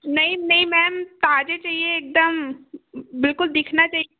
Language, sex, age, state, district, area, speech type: Hindi, female, 18-30, Madhya Pradesh, Betul, urban, conversation